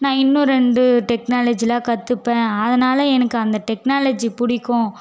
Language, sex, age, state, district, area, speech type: Tamil, female, 18-30, Tamil Nadu, Tiruvannamalai, urban, spontaneous